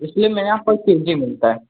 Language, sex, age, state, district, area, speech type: Hindi, male, 18-30, Uttar Pradesh, Pratapgarh, rural, conversation